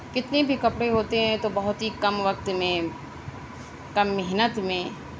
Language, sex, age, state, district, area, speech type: Urdu, female, 18-30, Uttar Pradesh, Mau, urban, spontaneous